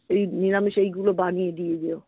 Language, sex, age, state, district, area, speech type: Bengali, female, 45-60, West Bengal, Kolkata, urban, conversation